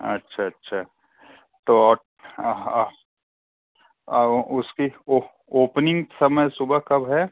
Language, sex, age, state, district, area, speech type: Hindi, male, 45-60, Uttar Pradesh, Mau, rural, conversation